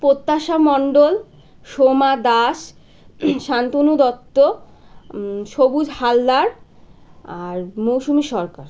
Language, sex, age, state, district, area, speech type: Bengali, female, 18-30, West Bengal, Birbhum, urban, spontaneous